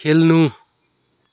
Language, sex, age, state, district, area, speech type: Nepali, male, 45-60, West Bengal, Darjeeling, rural, read